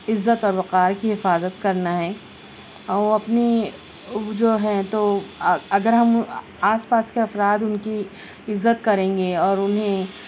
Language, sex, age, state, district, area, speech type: Urdu, female, 30-45, Maharashtra, Nashik, urban, spontaneous